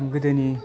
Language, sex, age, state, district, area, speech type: Bodo, male, 30-45, Assam, Kokrajhar, rural, spontaneous